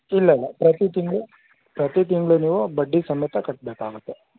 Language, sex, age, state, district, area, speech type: Kannada, male, 18-30, Karnataka, Tumkur, urban, conversation